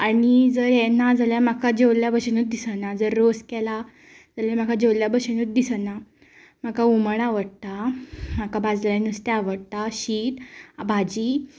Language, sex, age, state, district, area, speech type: Goan Konkani, female, 18-30, Goa, Ponda, rural, spontaneous